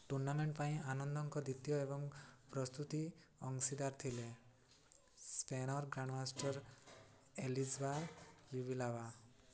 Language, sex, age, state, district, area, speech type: Odia, male, 18-30, Odisha, Mayurbhanj, rural, read